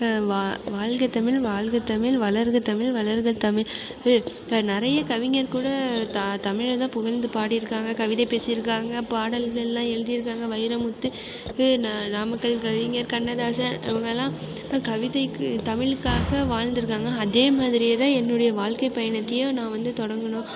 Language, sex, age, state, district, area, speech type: Tamil, female, 18-30, Tamil Nadu, Mayiladuthurai, urban, spontaneous